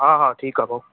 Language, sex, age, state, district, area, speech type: Sindhi, male, 18-30, Madhya Pradesh, Katni, urban, conversation